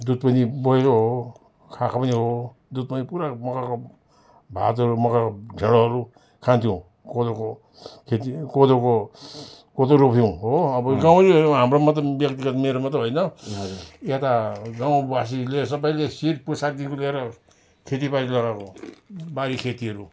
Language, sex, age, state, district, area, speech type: Nepali, male, 60+, West Bengal, Darjeeling, rural, spontaneous